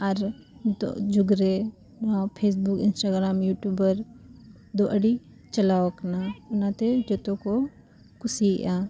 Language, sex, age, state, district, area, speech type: Santali, female, 18-30, Jharkhand, Bokaro, rural, spontaneous